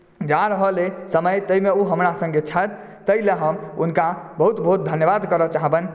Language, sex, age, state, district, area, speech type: Maithili, male, 30-45, Bihar, Madhubani, urban, spontaneous